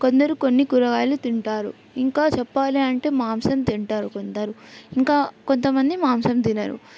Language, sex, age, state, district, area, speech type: Telugu, female, 18-30, Telangana, Yadadri Bhuvanagiri, urban, spontaneous